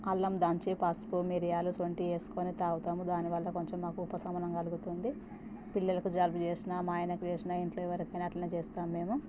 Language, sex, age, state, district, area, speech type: Telugu, female, 30-45, Telangana, Jangaon, rural, spontaneous